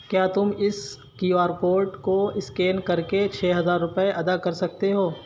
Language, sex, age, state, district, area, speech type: Urdu, male, 30-45, Uttar Pradesh, Shahjahanpur, urban, read